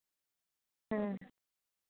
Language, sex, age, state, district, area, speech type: Santali, female, 30-45, West Bengal, Bankura, rural, conversation